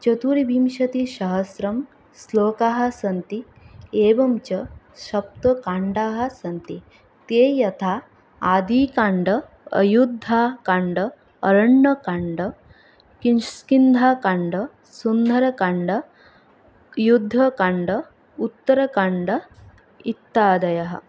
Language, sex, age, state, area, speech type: Sanskrit, female, 18-30, Tripura, rural, spontaneous